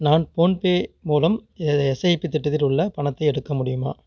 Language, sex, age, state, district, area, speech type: Tamil, male, 30-45, Tamil Nadu, Namakkal, rural, read